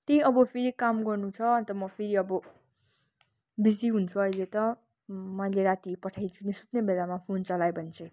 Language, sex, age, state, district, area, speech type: Nepali, female, 18-30, West Bengal, Kalimpong, rural, spontaneous